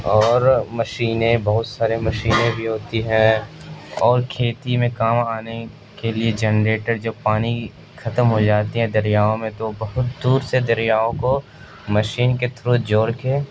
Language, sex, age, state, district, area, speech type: Urdu, male, 18-30, Bihar, Supaul, rural, spontaneous